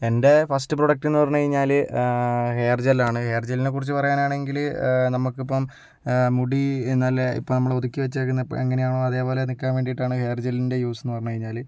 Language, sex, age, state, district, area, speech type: Malayalam, male, 60+, Kerala, Kozhikode, urban, spontaneous